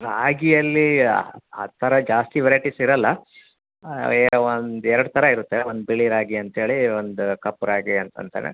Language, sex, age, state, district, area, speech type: Kannada, male, 45-60, Karnataka, Davanagere, urban, conversation